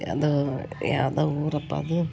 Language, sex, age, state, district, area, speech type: Kannada, female, 60+, Karnataka, Vijayanagara, rural, spontaneous